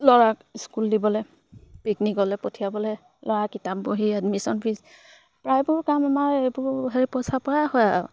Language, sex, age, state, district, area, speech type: Assamese, female, 30-45, Assam, Charaideo, rural, spontaneous